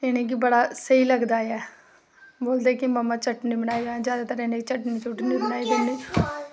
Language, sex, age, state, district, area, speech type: Dogri, female, 30-45, Jammu and Kashmir, Samba, rural, spontaneous